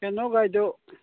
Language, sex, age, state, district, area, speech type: Manipuri, male, 45-60, Manipur, Chandel, rural, conversation